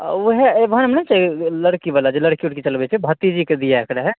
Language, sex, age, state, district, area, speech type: Maithili, male, 30-45, Bihar, Begusarai, urban, conversation